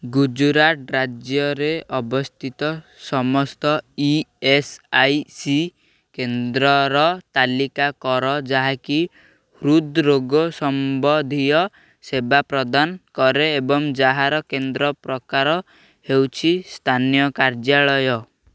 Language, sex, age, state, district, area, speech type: Odia, male, 18-30, Odisha, Ganjam, urban, read